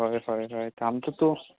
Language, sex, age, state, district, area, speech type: Assamese, male, 18-30, Assam, Sonitpur, rural, conversation